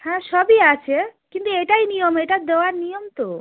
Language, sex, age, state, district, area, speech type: Bengali, female, 45-60, West Bengal, South 24 Parganas, rural, conversation